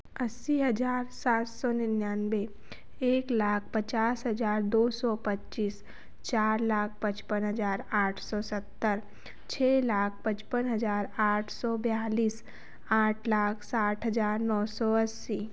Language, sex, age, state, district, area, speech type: Hindi, female, 30-45, Madhya Pradesh, Betul, urban, spontaneous